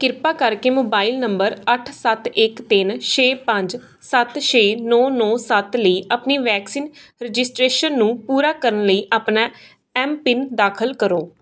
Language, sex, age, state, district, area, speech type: Punjabi, female, 18-30, Punjab, Gurdaspur, rural, read